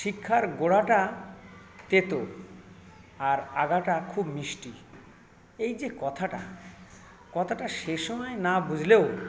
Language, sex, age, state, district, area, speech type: Bengali, male, 60+, West Bengal, South 24 Parganas, rural, spontaneous